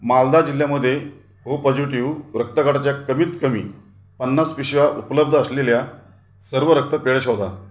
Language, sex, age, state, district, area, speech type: Marathi, male, 45-60, Maharashtra, Raigad, rural, read